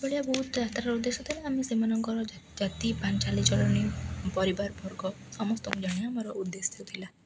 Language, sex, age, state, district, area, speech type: Odia, female, 18-30, Odisha, Ganjam, urban, spontaneous